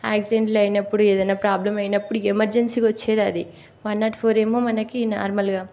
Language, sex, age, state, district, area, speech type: Telugu, female, 18-30, Telangana, Nagarkurnool, rural, spontaneous